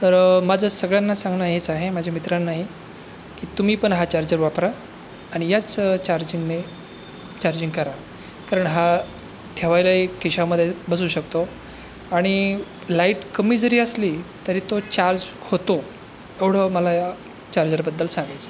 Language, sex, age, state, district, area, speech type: Marathi, male, 30-45, Maharashtra, Aurangabad, rural, spontaneous